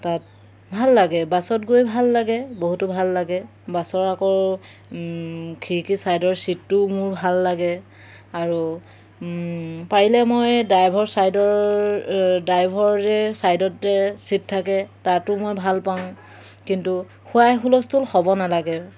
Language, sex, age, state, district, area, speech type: Assamese, female, 30-45, Assam, Jorhat, urban, spontaneous